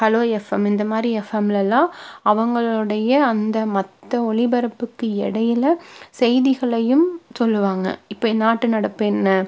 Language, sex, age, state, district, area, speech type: Tamil, female, 30-45, Tamil Nadu, Tiruppur, rural, spontaneous